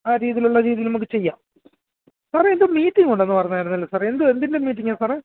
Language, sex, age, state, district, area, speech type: Malayalam, male, 30-45, Kerala, Alappuzha, rural, conversation